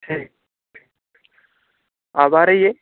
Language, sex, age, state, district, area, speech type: Hindi, male, 18-30, Uttar Pradesh, Ghazipur, rural, conversation